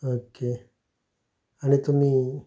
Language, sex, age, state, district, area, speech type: Goan Konkani, male, 45-60, Goa, Canacona, rural, spontaneous